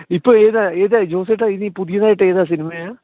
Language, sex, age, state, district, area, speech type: Malayalam, male, 45-60, Kerala, Kottayam, urban, conversation